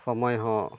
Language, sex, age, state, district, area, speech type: Santali, male, 30-45, Jharkhand, Pakur, rural, spontaneous